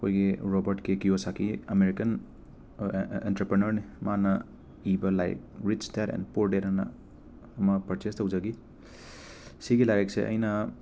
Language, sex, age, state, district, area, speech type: Manipuri, male, 18-30, Manipur, Imphal West, urban, spontaneous